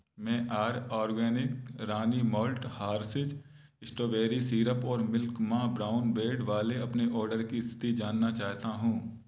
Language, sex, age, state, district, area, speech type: Hindi, male, 30-45, Madhya Pradesh, Gwalior, urban, read